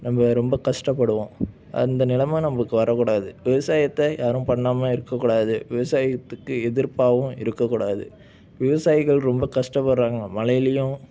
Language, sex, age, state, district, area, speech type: Tamil, male, 18-30, Tamil Nadu, Nagapattinam, rural, spontaneous